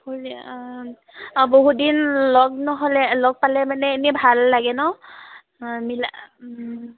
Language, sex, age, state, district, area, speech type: Assamese, female, 18-30, Assam, Sivasagar, rural, conversation